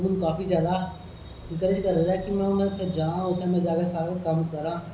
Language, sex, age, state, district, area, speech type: Dogri, male, 30-45, Jammu and Kashmir, Kathua, rural, spontaneous